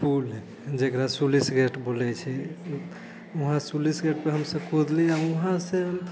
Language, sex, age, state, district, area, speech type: Maithili, male, 30-45, Bihar, Sitamarhi, rural, spontaneous